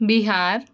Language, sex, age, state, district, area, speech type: Marathi, female, 18-30, Maharashtra, Nagpur, urban, spontaneous